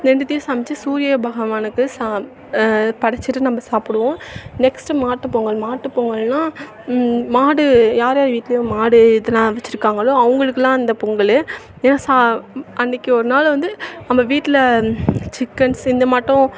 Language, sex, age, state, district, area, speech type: Tamil, female, 18-30, Tamil Nadu, Thanjavur, urban, spontaneous